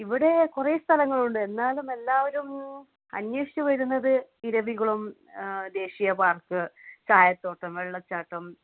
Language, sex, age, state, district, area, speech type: Malayalam, female, 30-45, Kerala, Kannur, rural, conversation